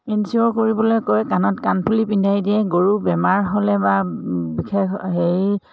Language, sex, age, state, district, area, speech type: Assamese, female, 45-60, Assam, Dhemaji, urban, spontaneous